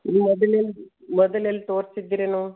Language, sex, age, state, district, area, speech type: Kannada, female, 60+, Karnataka, Gulbarga, urban, conversation